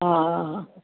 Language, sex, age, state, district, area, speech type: Sindhi, female, 60+, Gujarat, Surat, urban, conversation